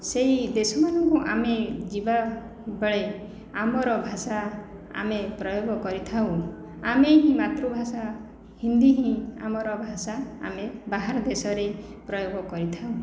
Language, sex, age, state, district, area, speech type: Odia, female, 30-45, Odisha, Khordha, rural, spontaneous